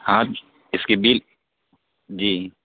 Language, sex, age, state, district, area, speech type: Urdu, male, 18-30, Uttar Pradesh, Saharanpur, urban, conversation